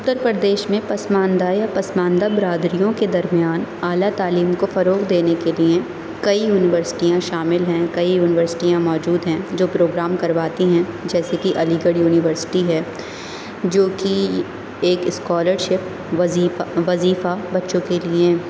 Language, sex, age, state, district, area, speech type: Urdu, female, 18-30, Uttar Pradesh, Aligarh, urban, spontaneous